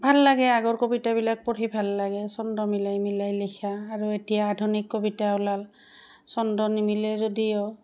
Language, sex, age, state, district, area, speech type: Assamese, female, 45-60, Assam, Goalpara, rural, spontaneous